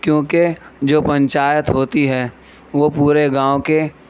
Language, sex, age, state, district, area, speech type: Urdu, male, 18-30, Uttar Pradesh, Gautam Buddha Nagar, rural, spontaneous